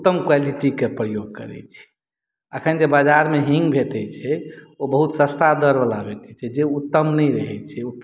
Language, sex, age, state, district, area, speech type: Maithili, male, 30-45, Bihar, Madhubani, rural, spontaneous